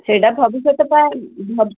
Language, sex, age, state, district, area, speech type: Odia, female, 30-45, Odisha, Ganjam, urban, conversation